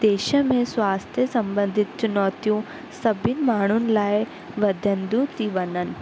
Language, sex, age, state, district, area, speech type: Sindhi, female, 18-30, Rajasthan, Ajmer, urban, spontaneous